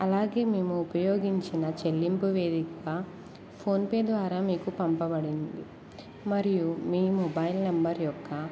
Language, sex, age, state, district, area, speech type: Telugu, female, 18-30, Andhra Pradesh, Kurnool, rural, spontaneous